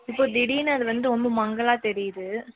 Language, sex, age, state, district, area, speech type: Tamil, female, 18-30, Tamil Nadu, Madurai, urban, conversation